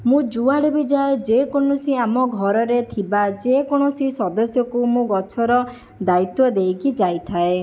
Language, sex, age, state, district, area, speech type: Odia, female, 60+, Odisha, Jajpur, rural, spontaneous